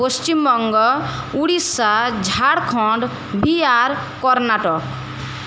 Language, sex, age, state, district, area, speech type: Bengali, female, 45-60, West Bengal, Paschim Medinipur, rural, spontaneous